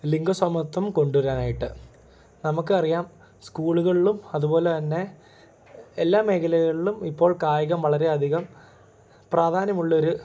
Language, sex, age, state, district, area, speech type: Malayalam, male, 18-30, Kerala, Idukki, rural, spontaneous